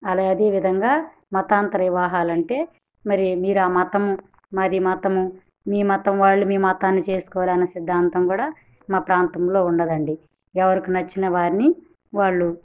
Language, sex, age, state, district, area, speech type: Telugu, female, 30-45, Andhra Pradesh, Kadapa, urban, spontaneous